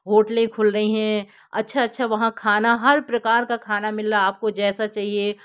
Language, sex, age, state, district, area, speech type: Hindi, female, 60+, Madhya Pradesh, Jabalpur, urban, spontaneous